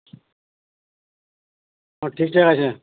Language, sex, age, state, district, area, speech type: Bengali, male, 60+, West Bengal, Uttar Dinajpur, urban, conversation